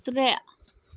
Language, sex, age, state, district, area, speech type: Kashmiri, female, 30-45, Jammu and Kashmir, Srinagar, urban, read